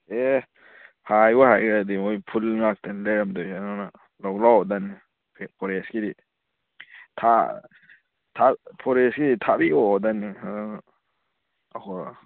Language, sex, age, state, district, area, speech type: Manipuri, male, 18-30, Manipur, Kakching, rural, conversation